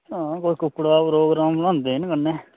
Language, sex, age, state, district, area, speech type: Dogri, male, 18-30, Jammu and Kashmir, Udhampur, rural, conversation